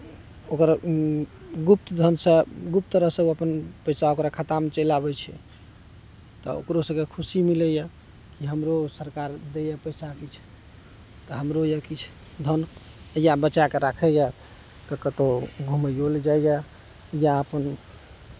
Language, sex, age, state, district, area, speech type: Maithili, male, 45-60, Bihar, Araria, rural, spontaneous